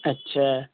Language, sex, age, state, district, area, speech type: Urdu, male, 18-30, Bihar, Purnia, rural, conversation